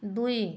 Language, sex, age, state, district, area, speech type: Odia, female, 45-60, Odisha, Mayurbhanj, rural, read